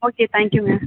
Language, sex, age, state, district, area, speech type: Tamil, female, 18-30, Tamil Nadu, Thanjavur, urban, conversation